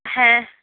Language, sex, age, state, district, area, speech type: Santali, female, 18-30, West Bengal, Purulia, rural, conversation